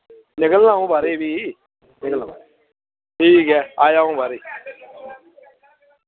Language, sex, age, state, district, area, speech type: Dogri, male, 30-45, Jammu and Kashmir, Samba, rural, conversation